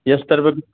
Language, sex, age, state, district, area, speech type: Kannada, male, 60+, Karnataka, Gulbarga, urban, conversation